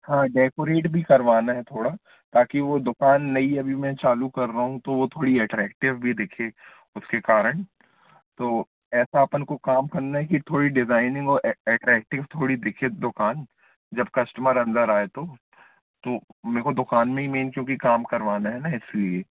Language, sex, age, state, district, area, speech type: Hindi, male, 18-30, Madhya Pradesh, Jabalpur, urban, conversation